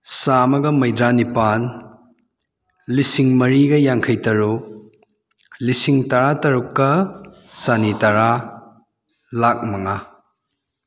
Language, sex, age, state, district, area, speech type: Manipuri, male, 18-30, Manipur, Kakching, rural, spontaneous